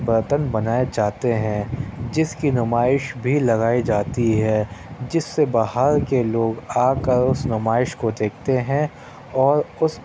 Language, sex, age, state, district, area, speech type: Urdu, male, 30-45, Delhi, Central Delhi, urban, spontaneous